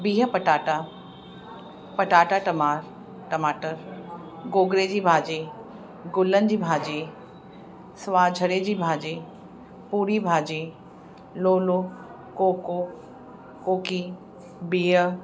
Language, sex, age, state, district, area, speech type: Sindhi, female, 30-45, Uttar Pradesh, Lucknow, urban, spontaneous